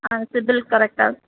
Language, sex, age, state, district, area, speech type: Tamil, female, 30-45, Tamil Nadu, Tiruvallur, urban, conversation